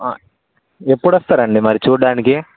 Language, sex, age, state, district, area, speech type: Telugu, male, 18-30, Telangana, Bhadradri Kothagudem, urban, conversation